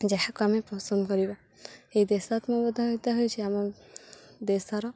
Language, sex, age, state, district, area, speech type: Odia, female, 18-30, Odisha, Jagatsinghpur, rural, spontaneous